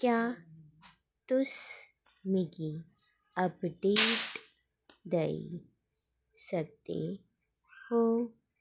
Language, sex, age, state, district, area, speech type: Dogri, female, 30-45, Jammu and Kashmir, Jammu, urban, read